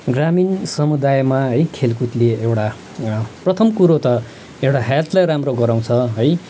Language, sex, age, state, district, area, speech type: Nepali, male, 45-60, West Bengal, Kalimpong, rural, spontaneous